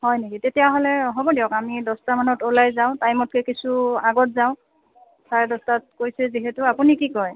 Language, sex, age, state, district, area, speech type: Assamese, female, 30-45, Assam, Goalpara, urban, conversation